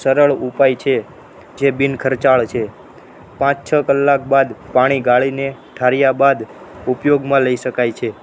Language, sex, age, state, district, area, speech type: Gujarati, male, 18-30, Gujarat, Ahmedabad, urban, spontaneous